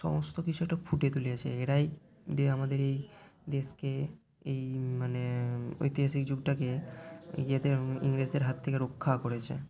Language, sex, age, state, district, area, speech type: Bengali, male, 30-45, West Bengal, Bankura, urban, spontaneous